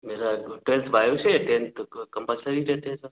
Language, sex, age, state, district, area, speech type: Hindi, male, 45-60, Madhya Pradesh, Gwalior, rural, conversation